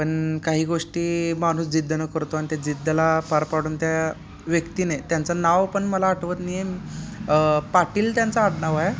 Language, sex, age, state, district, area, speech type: Marathi, male, 18-30, Maharashtra, Sangli, urban, spontaneous